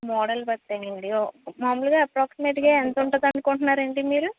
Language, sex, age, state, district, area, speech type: Telugu, female, 18-30, Andhra Pradesh, East Godavari, rural, conversation